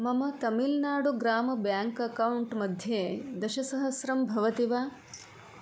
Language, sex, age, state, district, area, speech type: Sanskrit, female, 45-60, Karnataka, Udupi, rural, read